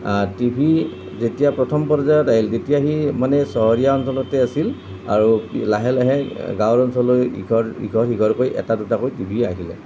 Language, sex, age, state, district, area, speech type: Assamese, male, 45-60, Assam, Nalbari, rural, spontaneous